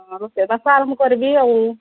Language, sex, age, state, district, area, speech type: Odia, female, 45-60, Odisha, Angul, rural, conversation